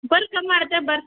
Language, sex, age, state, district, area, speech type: Kannada, female, 18-30, Karnataka, Bidar, urban, conversation